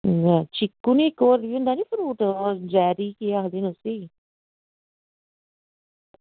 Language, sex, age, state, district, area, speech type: Dogri, female, 45-60, Jammu and Kashmir, Samba, rural, conversation